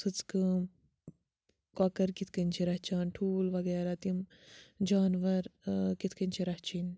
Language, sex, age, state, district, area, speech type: Kashmiri, female, 30-45, Jammu and Kashmir, Bandipora, rural, spontaneous